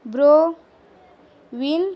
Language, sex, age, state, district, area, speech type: Urdu, female, 18-30, Bihar, Gaya, rural, spontaneous